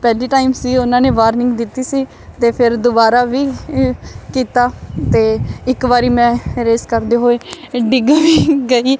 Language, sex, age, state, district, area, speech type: Punjabi, female, 18-30, Punjab, Barnala, rural, spontaneous